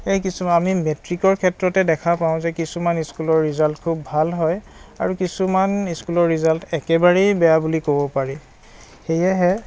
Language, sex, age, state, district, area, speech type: Assamese, male, 30-45, Assam, Goalpara, urban, spontaneous